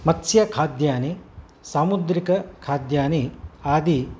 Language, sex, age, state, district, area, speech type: Sanskrit, male, 60+, Karnataka, Udupi, urban, spontaneous